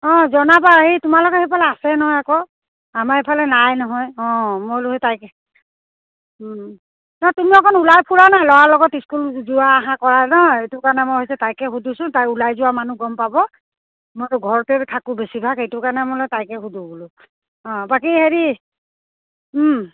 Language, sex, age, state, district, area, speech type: Assamese, female, 45-60, Assam, Dibrugarh, urban, conversation